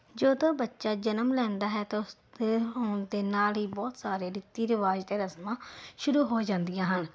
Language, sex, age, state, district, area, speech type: Punjabi, female, 30-45, Punjab, Ludhiana, urban, spontaneous